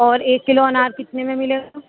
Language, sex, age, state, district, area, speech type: Urdu, female, 18-30, Delhi, East Delhi, urban, conversation